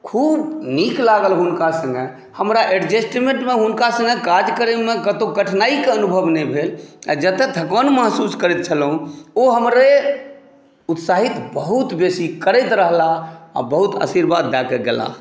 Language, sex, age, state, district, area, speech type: Maithili, male, 45-60, Bihar, Saharsa, urban, spontaneous